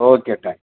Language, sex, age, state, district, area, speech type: Tamil, male, 45-60, Tamil Nadu, Perambalur, urban, conversation